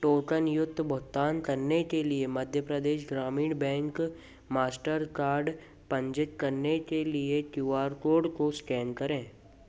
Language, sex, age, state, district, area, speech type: Hindi, male, 30-45, Madhya Pradesh, Jabalpur, urban, read